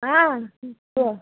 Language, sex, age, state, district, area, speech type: Odia, female, 60+, Odisha, Gajapati, rural, conversation